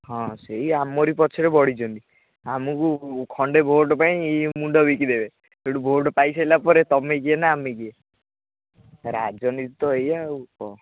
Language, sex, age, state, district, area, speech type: Odia, male, 18-30, Odisha, Jagatsinghpur, rural, conversation